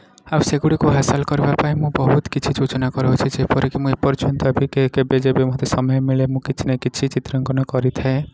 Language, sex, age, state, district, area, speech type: Odia, male, 18-30, Odisha, Nayagarh, rural, spontaneous